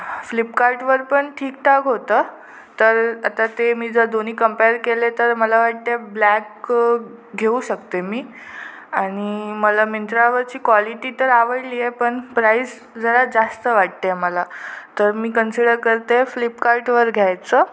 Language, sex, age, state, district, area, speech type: Marathi, female, 18-30, Maharashtra, Ratnagiri, rural, spontaneous